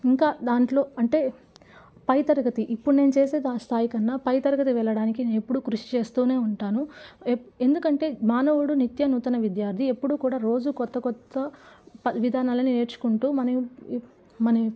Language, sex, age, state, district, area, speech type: Telugu, female, 18-30, Andhra Pradesh, Nellore, rural, spontaneous